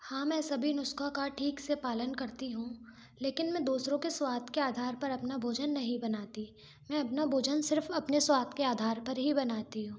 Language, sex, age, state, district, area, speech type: Hindi, female, 18-30, Madhya Pradesh, Gwalior, urban, spontaneous